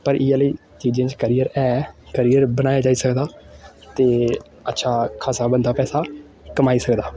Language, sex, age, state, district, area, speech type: Dogri, male, 18-30, Jammu and Kashmir, Samba, urban, spontaneous